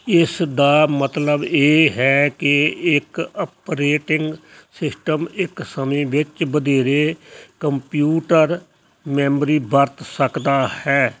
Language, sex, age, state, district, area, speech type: Punjabi, male, 60+, Punjab, Hoshiarpur, rural, read